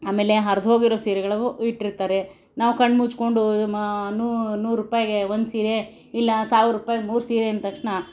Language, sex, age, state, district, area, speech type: Kannada, female, 60+, Karnataka, Bangalore Urban, urban, spontaneous